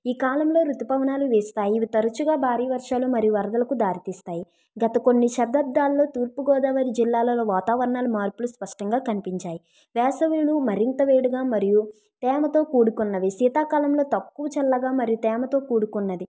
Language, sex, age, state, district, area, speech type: Telugu, female, 45-60, Andhra Pradesh, East Godavari, urban, spontaneous